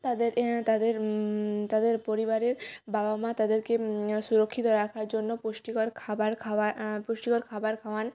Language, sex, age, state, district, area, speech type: Bengali, female, 18-30, West Bengal, Jalpaiguri, rural, spontaneous